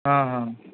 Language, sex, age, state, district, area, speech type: Marathi, male, 18-30, Maharashtra, Ratnagiri, rural, conversation